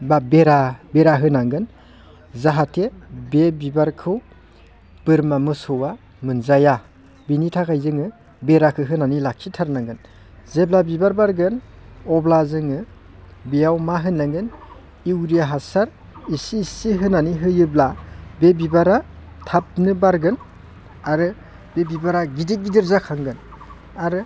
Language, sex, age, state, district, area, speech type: Bodo, male, 30-45, Assam, Baksa, urban, spontaneous